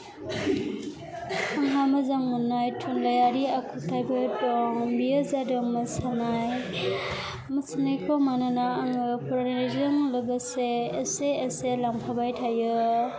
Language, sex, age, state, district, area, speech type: Bodo, female, 18-30, Assam, Chirang, rural, spontaneous